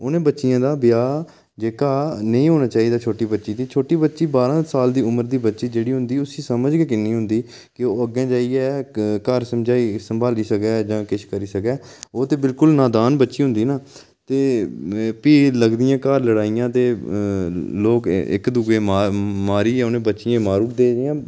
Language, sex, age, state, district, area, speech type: Dogri, male, 30-45, Jammu and Kashmir, Udhampur, rural, spontaneous